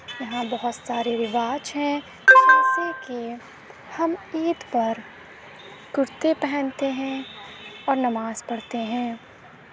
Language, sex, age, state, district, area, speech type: Urdu, female, 18-30, Uttar Pradesh, Aligarh, urban, spontaneous